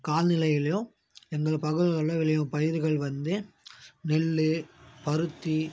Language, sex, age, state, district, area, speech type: Tamil, male, 18-30, Tamil Nadu, Namakkal, rural, spontaneous